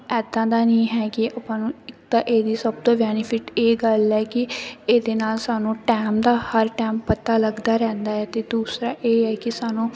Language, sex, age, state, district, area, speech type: Punjabi, female, 18-30, Punjab, Sangrur, rural, spontaneous